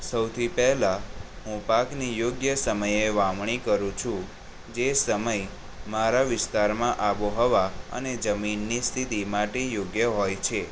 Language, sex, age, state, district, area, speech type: Gujarati, male, 18-30, Gujarat, Kheda, rural, spontaneous